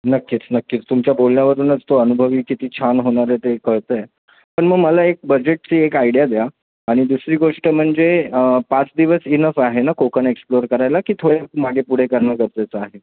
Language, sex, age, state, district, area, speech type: Marathi, male, 30-45, Maharashtra, Thane, urban, conversation